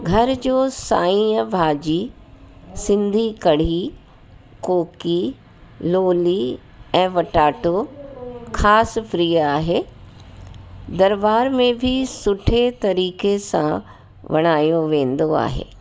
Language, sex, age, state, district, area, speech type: Sindhi, female, 45-60, Delhi, South Delhi, urban, spontaneous